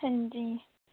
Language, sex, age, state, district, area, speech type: Dogri, female, 18-30, Jammu and Kashmir, Jammu, urban, conversation